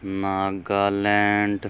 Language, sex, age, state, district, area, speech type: Punjabi, male, 18-30, Punjab, Fazilka, rural, read